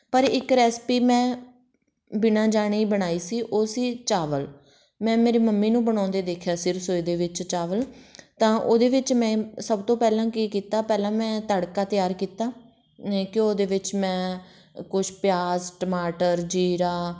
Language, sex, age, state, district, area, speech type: Punjabi, female, 18-30, Punjab, Patiala, rural, spontaneous